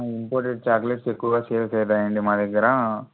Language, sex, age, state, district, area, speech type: Telugu, male, 18-30, Andhra Pradesh, Anantapur, urban, conversation